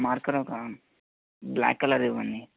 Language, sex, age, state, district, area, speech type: Telugu, male, 30-45, Andhra Pradesh, N T Rama Rao, urban, conversation